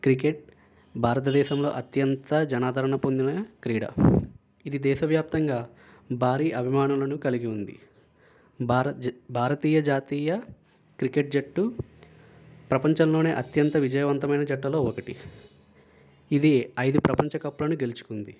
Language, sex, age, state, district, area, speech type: Telugu, male, 18-30, Andhra Pradesh, Konaseema, rural, spontaneous